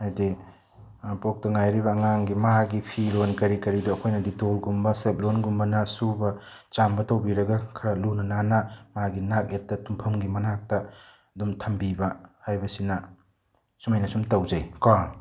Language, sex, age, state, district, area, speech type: Manipuri, male, 30-45, Manipur, Tengnoupal, urban, spontaneous